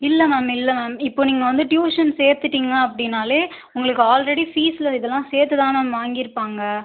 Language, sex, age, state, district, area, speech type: Tamil, female, 18-30, Tamil Nadu, Ariyalur, rural, conversation